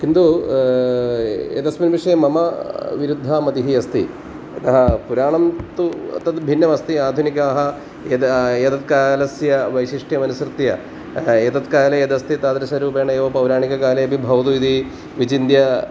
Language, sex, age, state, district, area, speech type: Sanskrit, male, 45-60, Kerala, Kottayam, rural, spontaneous